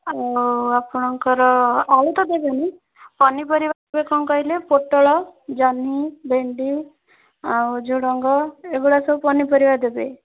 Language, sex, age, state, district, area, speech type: Odia, female, 18-30, Odisha, Bhadrak, rural, conversation